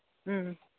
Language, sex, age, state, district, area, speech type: Manipuri, female, 45-60, Manipur, Imphal East, rural, conversation